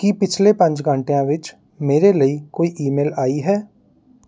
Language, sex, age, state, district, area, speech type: Punjabi, male, 30-45, Punjab, Mohali, urban, read